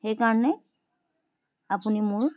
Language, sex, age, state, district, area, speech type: Assamese, female, 45-60, Assam, Charaideo, urban, spontaneous